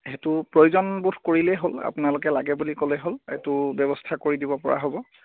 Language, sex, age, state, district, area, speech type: Assamese, male, 30-45, Assam, Majuli, urban, conversation